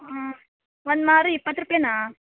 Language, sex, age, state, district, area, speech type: Kannada, female, 18-30, Karnataka, Gadag, rural, conversation